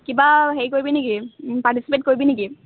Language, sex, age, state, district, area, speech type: Assamese, female, 18-30, Assam, Dhemaji, urban, conversation